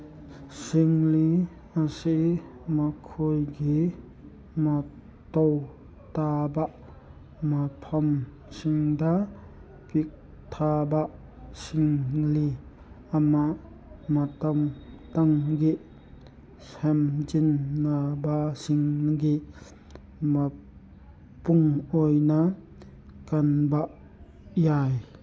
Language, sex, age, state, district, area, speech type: Manipuri, male, 45-60, Manipur, Churachandpur, rural, read